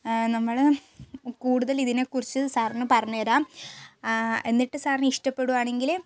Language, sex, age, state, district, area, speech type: Malayalam, female, 18-30, Kerala, Wayanad, rural, spontaneous